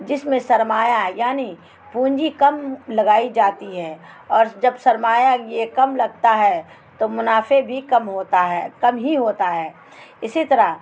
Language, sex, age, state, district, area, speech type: Urdu, female, 45-60, Bihar, Araria, rural, spontaneous